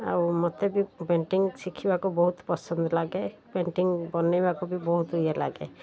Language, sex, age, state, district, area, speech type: Odia, female, 45-60, Odisha, Sundergarh, rural, spontaneous